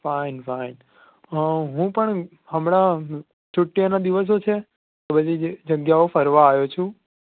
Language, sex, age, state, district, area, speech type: Gujarati, male, 18-30, Gujarat, Surat, urban, conversation